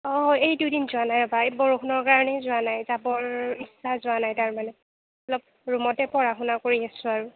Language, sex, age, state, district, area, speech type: Assamese, female, 60+, Assam, Nagaon, rural, conversation